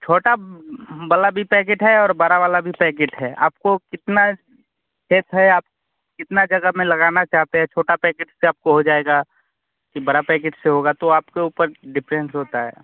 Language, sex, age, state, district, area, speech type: Hindi, male, 30-45, Bihar, Vaishali, urban, conversation